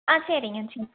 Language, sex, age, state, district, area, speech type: Tamil, female, 18-30, Tamil Nadu, Erode, urban, conversation